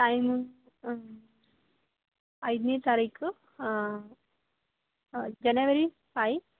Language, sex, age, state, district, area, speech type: Kannada, female, 18-30, Karnataka, Gadag, urban, conversation